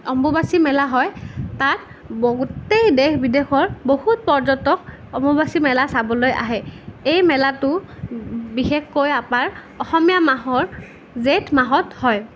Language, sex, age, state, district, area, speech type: Assamese, female, 18-30, Assam, Nalbari, rural, spontaneous